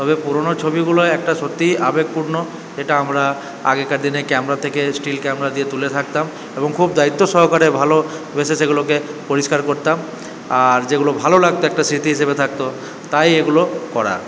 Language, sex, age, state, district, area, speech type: Bengali, male, 30-45, West Bengal, Purba Bardhaman, urban, spontaneous